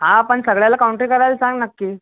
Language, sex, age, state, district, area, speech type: Marathi, male, 18-30, Maharashtra, Buldhana, urban, conversation